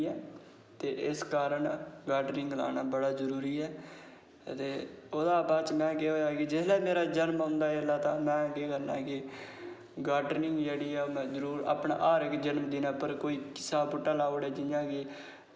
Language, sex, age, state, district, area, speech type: Dogri, male, 18-30, Jammu and Kashmir, Udhampur, rural, spontaneous